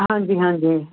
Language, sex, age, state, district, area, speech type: Punjabi, female, 60+, Punjab, Muktsar, urban, conversation